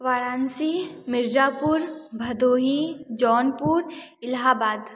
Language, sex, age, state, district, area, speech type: Hindi, female, 18-30, Uttar Pradesh, Varanasi, urban, spontaneous